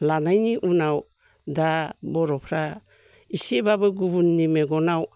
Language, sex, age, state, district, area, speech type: Bodo, female, 45-60, Assam, Baksa, rural, spontaneous